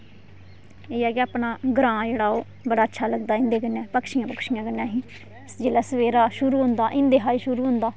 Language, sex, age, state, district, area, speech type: Dogri, female, 30-45, Jammu and Kashmir, Kathua, rural, spontaneous